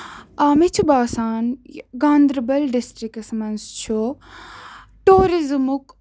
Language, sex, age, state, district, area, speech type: Kashmiri, female, 18-30, Jammu and Kashmir, Ganderbal, rural, spontaneous